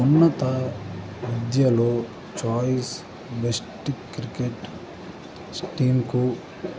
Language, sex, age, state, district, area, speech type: Telugu, male, 18-30, Andhra Pradesh, Guntur, urban, spontaneous